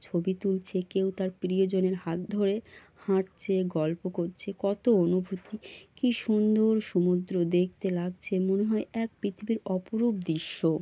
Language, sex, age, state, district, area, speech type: Bengali, female, 18-30, West Bengal, North 24 Parganas, rural, spontaneous